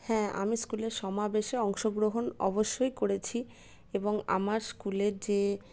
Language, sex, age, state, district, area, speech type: Bengali, female, 30-45, West Bengal, Paschim Bardhaman, urban, spontaneous